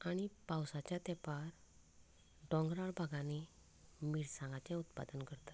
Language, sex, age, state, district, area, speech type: Goan Konkani, female, 45-60, Goa, Canacona, rural, spontaneous